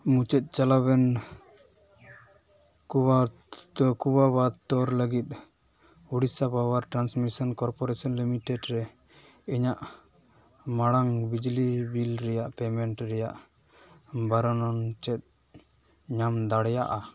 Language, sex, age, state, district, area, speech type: Santali, male, 18-30, West Bengal, Dakshin Dinajpur, rural, read